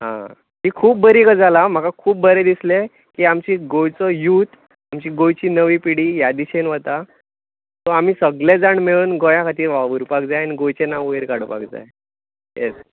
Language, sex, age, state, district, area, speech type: Goan Konkani, male, 18-30, Goa, Tiswadi, rural, conversation